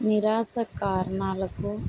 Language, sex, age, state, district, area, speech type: Telugu, female, 30-45, Andhra Pradesh, N T Rama Rao, urban, spontaneous